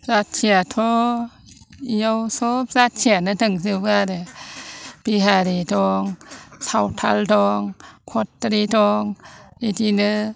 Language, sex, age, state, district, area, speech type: Bodo, female, 60+, Assam, Chirang, rural, spontaneous